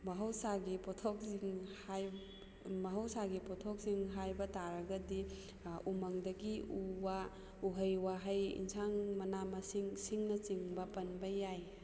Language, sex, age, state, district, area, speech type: Manipuri, female, 30-45, Manipur, Kakching, rural, spontaneous